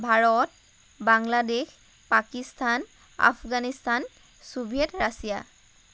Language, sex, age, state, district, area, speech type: Assamese, female, 45-60, Assam, Lakhimpur, rural, spontaneous